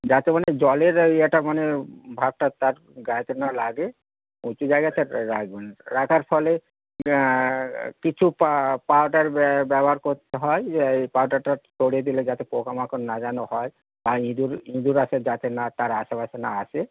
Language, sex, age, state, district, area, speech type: Bengali, male, 45-60, West Bengal, Hooghly, rural, conversation